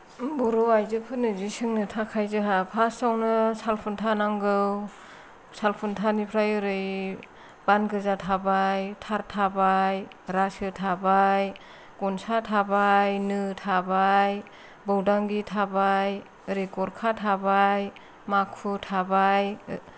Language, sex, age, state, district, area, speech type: Bodo, female, 45-60, Assam, Kokrajhar, rural, spontaneous